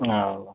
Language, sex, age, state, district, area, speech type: Marathi, male, 18-30, Maharashtra, Buldhana, rural, conversation